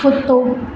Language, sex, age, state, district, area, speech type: Sindhi, female, 18-30, Madhya Pradesh, Katni, urban, read